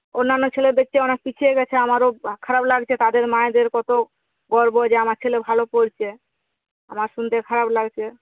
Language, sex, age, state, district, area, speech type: Bengali, female, 45-60, West Bengal, Nadia, rural, conversation